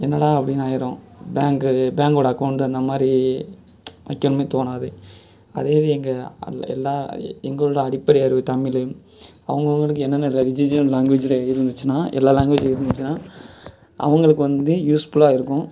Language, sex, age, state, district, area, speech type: Tamil, male, 18-30, Tamil Nadu, Virudhunagar, rural, spontaneous